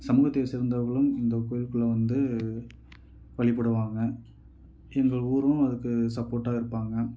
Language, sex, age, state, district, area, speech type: Tamil, male, 45-60, Tamil Nadu, Mayiladuthurai, rural, spontaneous